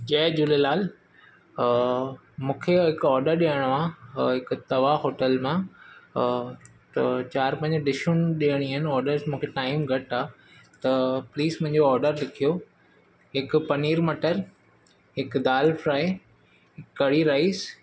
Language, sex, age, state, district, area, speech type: Sindhi, male, 30-45, Maharashtra, Mumbai Suburban, urban, spontaneous